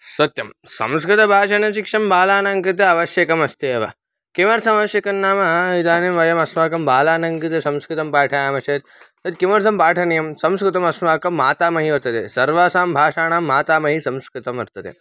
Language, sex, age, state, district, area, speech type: Sanskrit, male, 18-30, Karnataka, Davanagere, rural, spontaneous